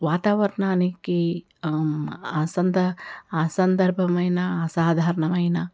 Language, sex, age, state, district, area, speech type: Telugu, female, 60+, Telangana, Ranga Reddy, rural, spontaneous